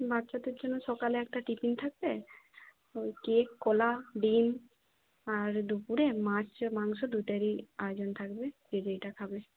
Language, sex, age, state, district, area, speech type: Bengali, female, 30-45, West Bengal, Jhargram, rural, conversation